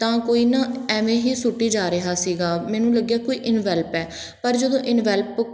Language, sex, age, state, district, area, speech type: Punjabi, female, 18-30, Punjab, Patiala, rural, spontaneous